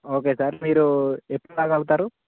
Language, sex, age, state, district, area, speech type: Telugu, male, 18-30, Telangana, Bhadradri Kothagudem, urban, conversation